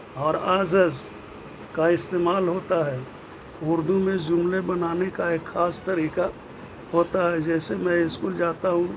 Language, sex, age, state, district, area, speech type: Urdu, male, 60+, Bihar, Gaya, urban, spontaneous